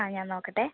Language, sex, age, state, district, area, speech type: Malayalam, female, 18-30, Kerala, Idukki, rural, conversation